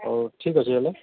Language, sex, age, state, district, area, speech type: Odia, male, 45-60, Odisha, Nuapada, urban, conversation